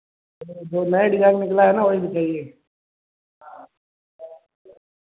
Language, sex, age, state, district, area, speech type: Hindi, male, 30-45, Uttar Pradesh, Prayagraj, rural, conversation